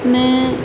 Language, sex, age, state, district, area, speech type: Urdu, female, 18-30, Uttar Pradesh, Aligarh, urban, spontaneous